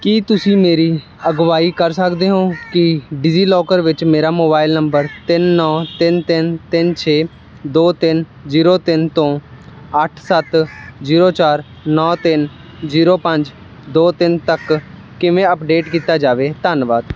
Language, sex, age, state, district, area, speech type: Punjabi, male, 18-30, Punjab, Ludhiana, rural, read